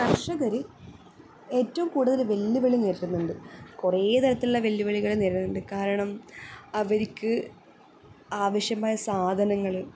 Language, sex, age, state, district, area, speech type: Malayalam, female, 18-30, Kerala, Kasaragod, rural, spontaneous